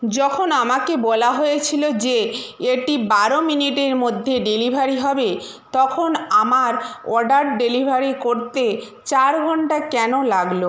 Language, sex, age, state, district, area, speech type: Bengali, female, 45-60, West Bengal, Jhargram, rural, read